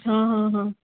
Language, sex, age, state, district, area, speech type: Hindi, female, 60+, Madhya Pradesh, Bhopal, urban, conversation